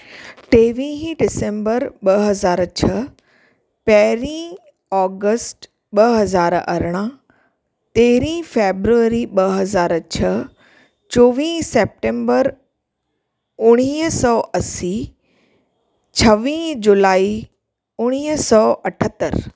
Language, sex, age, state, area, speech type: Sindhi, female, 30-45, Chhattisgarh, urban, spontaneous